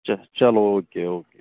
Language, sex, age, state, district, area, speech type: Kashmiri, male, 60+, Jammu and Kashmir, Baramulla, rural, conversation